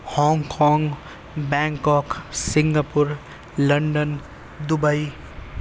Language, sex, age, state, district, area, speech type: Urdu, male, 18-30, Delhi, East Delhi, urban, spontaneous